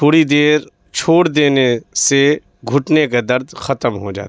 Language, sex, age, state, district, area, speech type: Urdu, male, 30-45, Bihar, Madhubani, rural, spontaneous